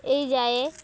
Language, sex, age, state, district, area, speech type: Odia, female, 18-30, Odisha, Nuapada, rural, spontaneous